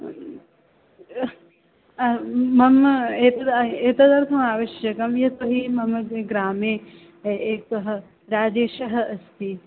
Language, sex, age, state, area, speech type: Sanskrit, female, 18-30, Uttar Pradesh, rural, conversation